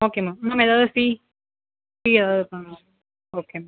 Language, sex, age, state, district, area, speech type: Tamil, male, 18-30, Tamil Nadu, Sivaganga, rural, conversation